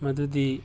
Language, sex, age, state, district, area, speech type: Manipuri, male, 18-30, Manipur, Tengnoupal, rural, spontaneous